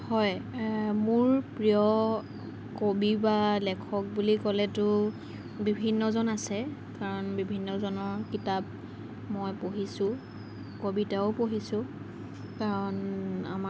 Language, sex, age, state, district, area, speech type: Assamese, female, 18-30, Assam, Lakhimpur, urban, spontaneous